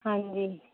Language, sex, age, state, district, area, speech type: Punjabi, female, 30-45, Punjab, Muktsar, urban, conversation